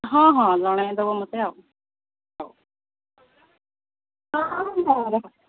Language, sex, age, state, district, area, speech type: Odia, female, 45-60, Odisha, Angul, rural, conversation